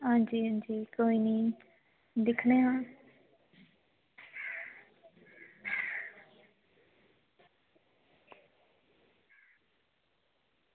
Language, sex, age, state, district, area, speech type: Dogri, female, 18-30, Jammu and Kashmir, Samba, rural, conversation